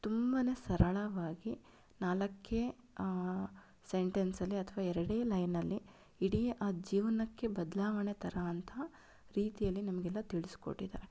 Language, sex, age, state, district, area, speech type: Kannada, female, 30-45, Karnataka, Chitradurga, urban, spontaneous